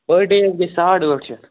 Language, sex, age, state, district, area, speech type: Kashmiri, male, 30-45, Jammu and Kashmir, Anantnag, rural, conversation